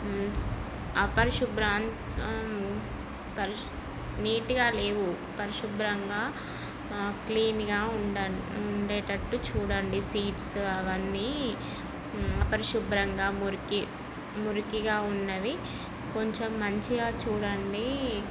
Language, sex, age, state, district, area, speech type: Telugu, female, 18-30, Andhra Pradesh, Srikakulam, urban, spontaneous